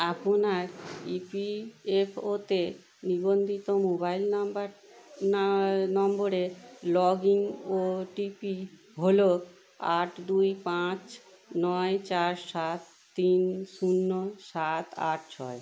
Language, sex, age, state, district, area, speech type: Bengali, female, 30-45, West Bengal, Howrah, urban, read